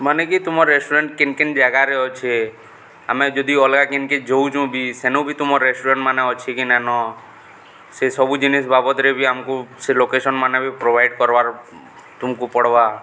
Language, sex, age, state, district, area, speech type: Odia, male, 18-30, Odisha, Balangir, urban, spontaneous